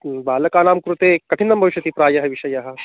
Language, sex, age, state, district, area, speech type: Sanskrit, male, 30-45, Maharashtra, Nagpur, urban, conversation